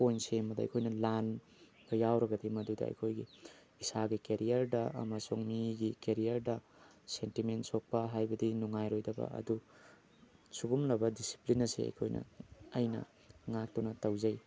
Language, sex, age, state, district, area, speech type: Manipuri, male, 18-30, Manipur, Tengnoupal, rural, spontaneous